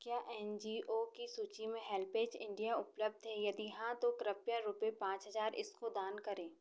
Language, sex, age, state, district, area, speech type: Hindi, female, 30-45, Madhya Pradesh, Chhindwara, urban, read